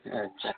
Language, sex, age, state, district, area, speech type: Urdu, male, 30-45, Delhi, Central Delhi, urban, conversation